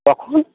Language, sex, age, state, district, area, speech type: Bengali, male, 18-30, West Bengal, Cooch Behar, urban, conversation